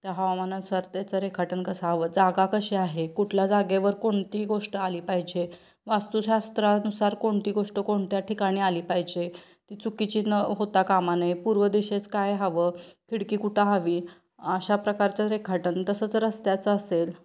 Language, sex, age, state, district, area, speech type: Marathi, female, 30-45, Maharashtra, Kolhapur, urban, spontaneous